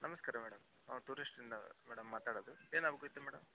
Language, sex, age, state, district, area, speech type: Kannada, male, 18-30, Karnataka, Koppal, urban, conversation